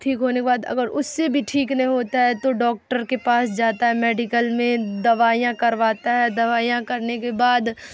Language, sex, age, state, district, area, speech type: Urdu, female, 18-30, Bihar, Darbhanga, rural, spontaneous